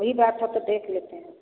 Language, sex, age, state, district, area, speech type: Hindi, female, 60+, Uttar Pradesh, Varanasi, rural, conversation